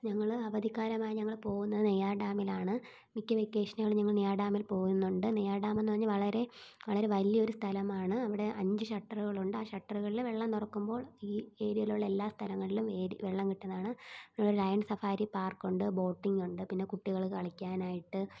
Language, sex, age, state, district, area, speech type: Malayalam, female, 18-30, Kerala, Thiruvananthapuram, rural, spontaneous